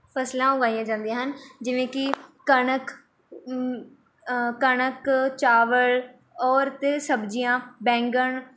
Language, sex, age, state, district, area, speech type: Punjabi, female, 18-30, Punjab, Mohali, rural, spontaneous